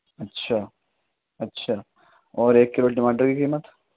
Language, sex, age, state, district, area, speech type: Urdu, male, 18-30, Delhi, East Delhi, urban, conversation